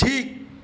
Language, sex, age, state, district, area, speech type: Bengali, male, 60+, West Bengal, Paschim Medinipur, rural, read